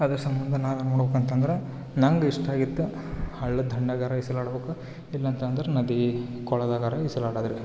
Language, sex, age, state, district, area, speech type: Kannada, male, 18-30, Karnataka, Gulbarga, urban, spontaneous